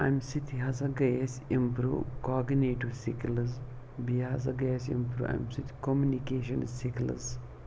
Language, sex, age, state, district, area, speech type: Kashmiri, male, 30-45, Jammu and Kashmir, Pulwama, urban, spontaneous